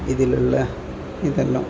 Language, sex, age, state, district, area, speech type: Malayalam, male, 30-45, Kerala, Kasaragod, rural, spontaneous